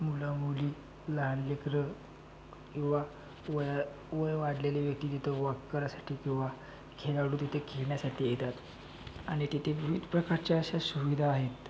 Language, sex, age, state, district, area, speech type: Marathi, male, 18-30, Maharashtra, Buldhana, urban, spontaneous